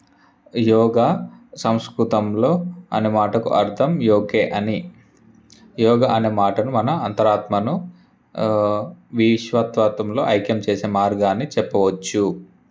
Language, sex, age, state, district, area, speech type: Telugu, male, 18-30, Telangana, Ranga Reddy, urban, spontaneous